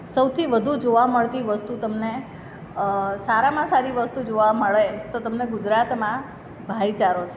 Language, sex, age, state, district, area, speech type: Gujarati, female, 30-45, Gujarat, Surat, urban, spontaneous